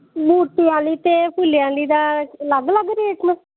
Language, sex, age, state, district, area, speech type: Dogri, female, 30-45, Jammu and Kashmir, Samba, urban, conversation